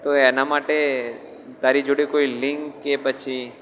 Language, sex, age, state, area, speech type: Gujarati, male, 18-30, Gujarat, rural, spontaneous